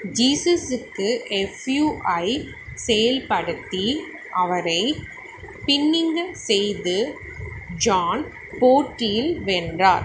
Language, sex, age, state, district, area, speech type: Tamil, female, 30-45, Tamil Nadu, Chennai, urban, read